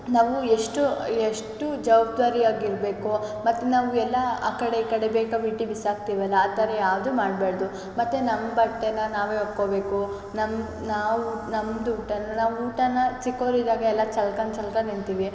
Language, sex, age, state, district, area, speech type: Kannada, female, 18-30, Karnataka, Mysore, urban, spontaneous